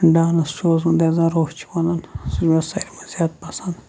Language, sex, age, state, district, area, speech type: Kashmiri, male, 18-30, Jammu and Kashmir, Shopian, rural, spontaneous